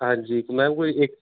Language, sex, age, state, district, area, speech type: Dogri, male, 30-45, Jammu and Kashmir, Reasi, urban, conversation